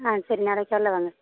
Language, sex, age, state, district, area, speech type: Tamil, female, 30-45, Tamil Nadu, Thoothukudi, rural, conversation